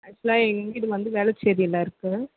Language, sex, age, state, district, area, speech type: Tamil, female, 18-30, Tamil Nadu, Chennai, urban, conversation